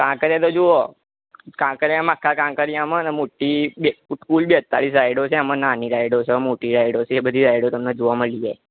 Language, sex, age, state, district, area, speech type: Gujarati, male, 18-30, Gujarat, Ahmedabad, urban, conversation